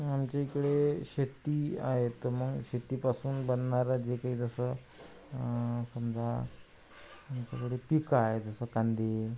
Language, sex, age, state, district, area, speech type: Marathi, male, 30-45, Maharashtra, Amravati, rural, spontaneous